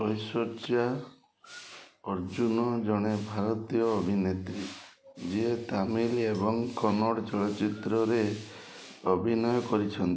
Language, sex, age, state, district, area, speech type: Odia, male, 45-60, Odisha, Balasore, rural, read